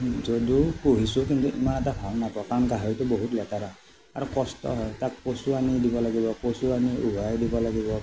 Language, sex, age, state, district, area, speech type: Assamese, male, 45-60, Assam, Morigaon, rural, spontaneous